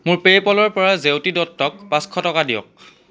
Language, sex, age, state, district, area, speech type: Assamese, male, 18-30, Assam, Charaideo, urban, read